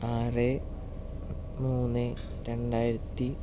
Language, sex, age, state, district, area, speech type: Malayalam, male, 18-30, Kerala, Palakkad, urban, spontaneous